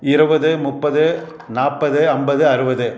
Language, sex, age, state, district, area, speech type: Tamil, male, 45-60, Tamil Nadu, Salem, urban, spontaneous